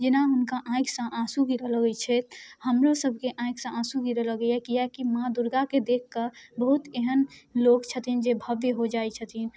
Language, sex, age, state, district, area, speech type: Maithili, female, 18-30, Bihar, Muzaffarpur, rural, spontaneous